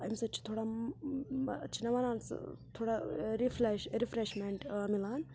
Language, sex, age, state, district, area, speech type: Kashmiri, female, 30-45, Jammu and Kashmir, Budgam, rural, spontaneous